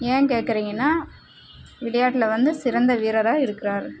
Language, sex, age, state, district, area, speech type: Tamil, female, 18-30, Tamil Nadu, Dharmapuri, rural, spontaneous